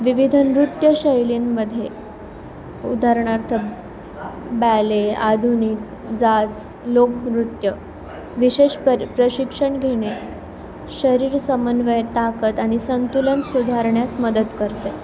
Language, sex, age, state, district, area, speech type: Marathi, female, 18-30, Maharashtra, Nanded, rural, spontaneous